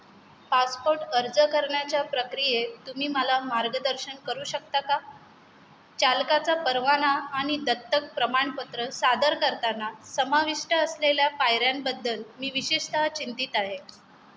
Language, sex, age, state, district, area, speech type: Marathi, female, 30-45, Maharashtra, Mumbai Suburban, urban, read